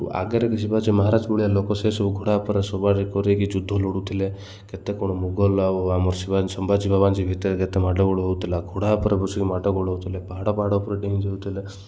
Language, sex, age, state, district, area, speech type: Odia, male, 30-45, Odisha, Koraput, urban, spontaneous